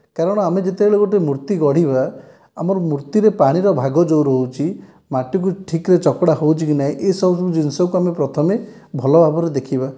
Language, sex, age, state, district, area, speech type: Odia, male, 18-30, Odisha, Dhenkanal, rural, spontaneous